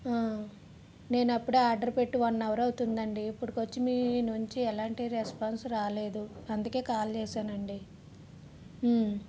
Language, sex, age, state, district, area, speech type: Telugu, female, 30-45, Andhra Pradesh, Vizianagaram, urban, spontaneous